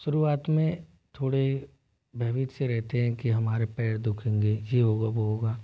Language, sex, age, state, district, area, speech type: Hindi, male, 18-30, Rajasthan, Jodhpur, rural, spontaneous